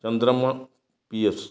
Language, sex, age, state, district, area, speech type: Malayalam, male, 60+, Kerala, Kottayam, rural, spontaneous